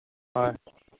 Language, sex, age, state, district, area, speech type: Assamese, male, 18-30, Assam, Lakhimpur, rural, conversation